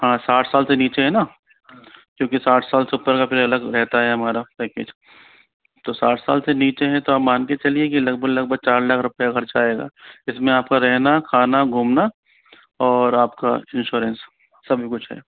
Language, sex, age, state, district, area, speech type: Hindi, male, 45-60, Rajasthan, Jaipur, urban, conversation